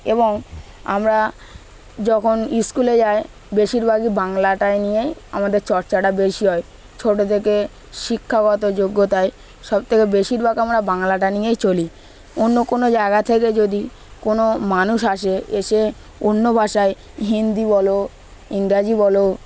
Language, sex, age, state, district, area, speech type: Bengali, male, 18-30, West Bengal, Dakshin Dinajpur, urban, spontaneous